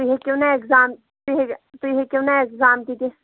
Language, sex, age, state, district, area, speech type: Kashmiri, female, 45-60, Jammu and Kashmir, Anantnag, rural, conversation